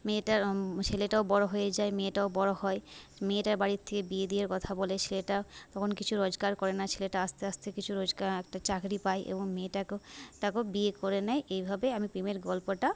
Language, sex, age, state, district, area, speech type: Bengali, female, 30-45, West Bengal, Jhargram, rural, spontaneous